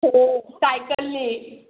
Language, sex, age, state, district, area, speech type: Marathi, female, 30-45, Maharashtra, Bhandara, urban, conversation